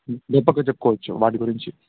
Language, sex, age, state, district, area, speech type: Telugu, male, 60+, Andhra Pradesh, Chittoor, rural, conversation